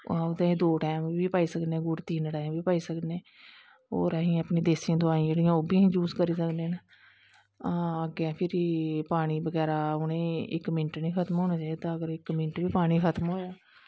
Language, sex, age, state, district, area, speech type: Dogri, female, 30-45, Jammu and Kashmir, Kathua, rural, spontaneous